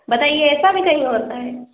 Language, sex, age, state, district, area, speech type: Urdu, female, 30-45, Uttar Pradesh, Lucknow, rural, conversation